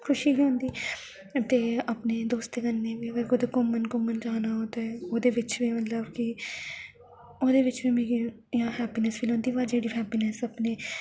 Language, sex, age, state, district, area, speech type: Dogri, female, 18-30, Jammu and Kashmir, Jammu, rural, spontaneous